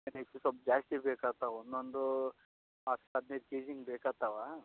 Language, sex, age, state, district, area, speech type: Kannada, male, 30-45, Karnataka, Raichur, rural, conversation